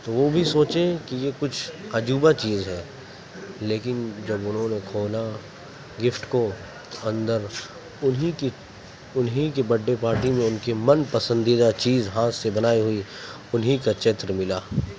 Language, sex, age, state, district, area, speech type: Urdu, male, 18-30, Uttar Pradesh, Gautam Buddha Nagar, rural, spontaneous